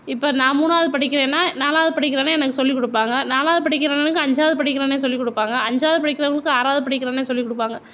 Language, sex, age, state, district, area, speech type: Tamil, female, 60+, Tamil Nadu, Mayiladuthurai, urban, spontaneous